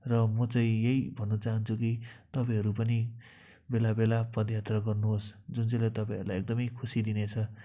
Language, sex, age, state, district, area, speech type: Nepali, male, 18-30, West Bengal, Kalimpong, rural, spontaneous